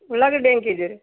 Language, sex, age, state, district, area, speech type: Kannada, female, 30-45, Karnataka, Gadag, rural, conversation